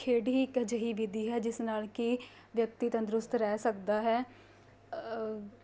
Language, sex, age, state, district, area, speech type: Punjabi, female, 18-30, Punjab, Mohali, rural, spontaneous